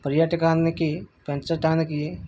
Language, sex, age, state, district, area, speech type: Telugu, male, 18-30, Andhra Pradesh, Visakhapatnam, rural, spontaneous